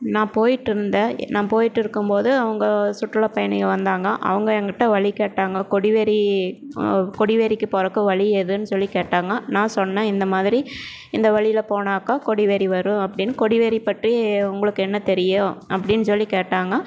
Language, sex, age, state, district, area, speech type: Tamil, female, 45-60, Tamil Nadu, Erode, rural, spontaneous